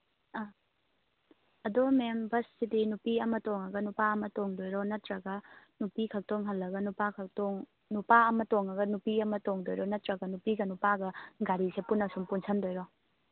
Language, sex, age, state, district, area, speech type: Manipuri, female, 18-30, Manipur, Churachandpur, rural, conversation